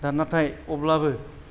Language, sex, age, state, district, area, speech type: Bodo, male, 60+, Assam, Kokrajhar, rural, spontaneous